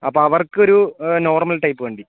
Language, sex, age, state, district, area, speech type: Malayalam, male, 45-60, Kerala, Kozhikode, urban, conversation